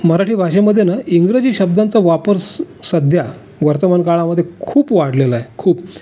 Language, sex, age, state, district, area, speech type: Marathi, male, 60+, Maharashtra, Raigad, urban, spontaneous